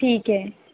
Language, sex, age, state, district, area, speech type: Hindi, female, 18-30, Madhya Pradesh, Harda, urban, conversation